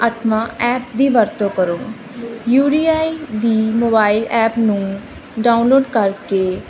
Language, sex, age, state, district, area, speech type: Punjabi, female, 30-45, Punjab, Barnala, rural, spontaneous